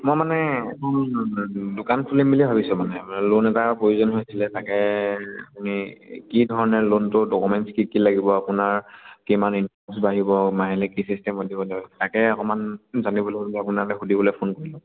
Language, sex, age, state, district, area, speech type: Assamese, male, 18-30, Assam, Sivasagar, rural, conversation